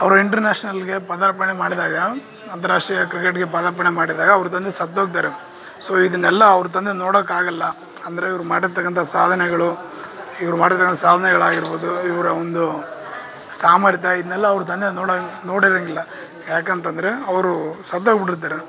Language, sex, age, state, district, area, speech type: Kannada, male, 18-30, Karnataka, Bellary, rural, spontaneous